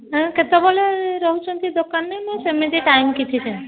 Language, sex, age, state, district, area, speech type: Odia, female, 45-60, Odisha, Dhenkanal, rural, conversation